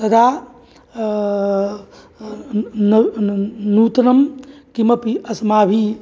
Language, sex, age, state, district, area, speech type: Sanskrit, male, 45-60, Uttar Pradesh, Mirzapur, urban, spontaneous